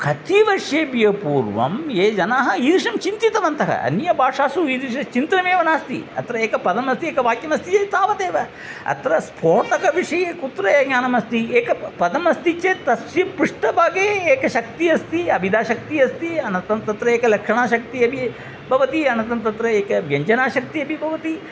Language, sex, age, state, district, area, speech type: Sanskrit, male, 60+, Tamil Nadu, Thanjavur, urban, spontaneous